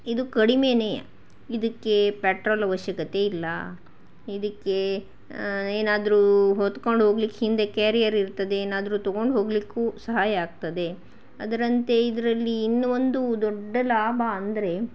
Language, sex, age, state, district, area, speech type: Kannada, female, 45-60, Karnataka, Shimoga, rural, spontaneous